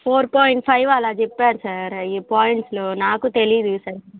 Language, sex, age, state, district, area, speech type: Telugu, female, 18-30, Andhra Pradesh, Bapatla, urban, conversation